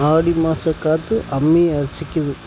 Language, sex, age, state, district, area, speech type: Tamil, male, 45-60, Tamil Nadu, Dharmapuri, rural, spontaneous